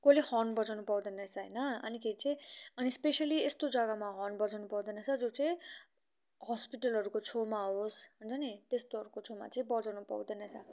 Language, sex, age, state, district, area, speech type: Nepali, female, 18-30, West Bengal, Kalimpong, rural, spontaneous